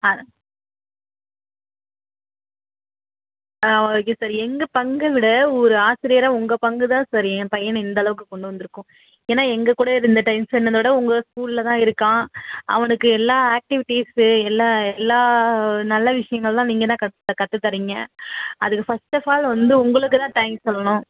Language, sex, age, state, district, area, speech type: Tamil, female, 18-30, Tamil Nadu, Perambalur, urban, conversation